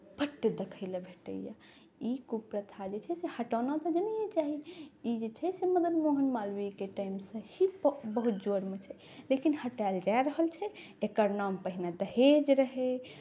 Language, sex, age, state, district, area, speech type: Maithili, female, 18-30, Bihar, Saharsa, urban, spontaneous